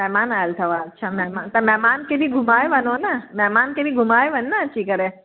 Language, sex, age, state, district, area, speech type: Sindhi, female, 45-60, Uttar Pradesh, Lucknow, rural, conversation